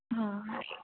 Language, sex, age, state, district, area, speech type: Kannada, female, 18-30, Karnataka, Gulbarga, urban, conversation